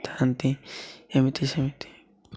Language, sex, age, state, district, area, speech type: Odia, male, 18-30, Odisha, Malkangiri, urban, spontaneous